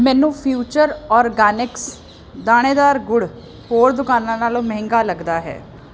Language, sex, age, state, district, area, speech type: Punjabi, female, 30-45, Punjab, Jalandhar, urban, read